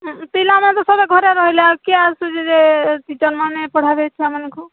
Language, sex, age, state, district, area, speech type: Odia, female, 60+, Odisha, Boudh, rural, conversation